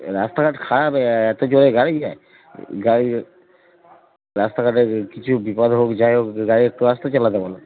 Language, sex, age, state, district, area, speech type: Bengali, male, 30-45, West Bengal, Darjeeling, rural, conversation